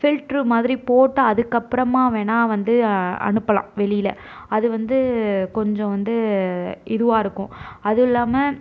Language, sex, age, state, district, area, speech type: Tamil, female, 18-30, Tamil Nadu, Tiruvarur, urban, spontaneous